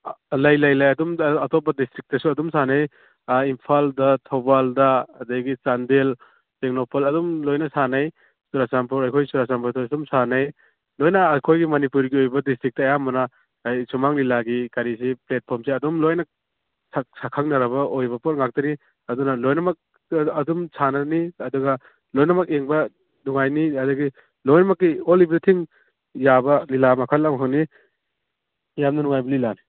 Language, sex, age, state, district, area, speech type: Manipuri, male, 45-60, Manipur, Churachandpur, rural, conversation